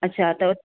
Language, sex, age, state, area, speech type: Sindhi, female, 30-45, Maharashtra, urban, conversation